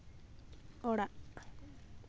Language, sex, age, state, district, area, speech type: Santali, female, 30-45, West Bengal, Purulia, rural, read